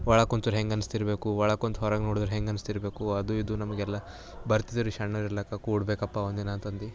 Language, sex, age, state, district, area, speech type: Kannada, male, 18-30, Karnataka, Bidar, urban, spontaneous